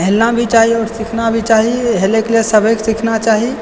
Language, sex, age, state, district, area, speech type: Maithili, male, 18-30, Bihar, Purnia, rural, spontaneous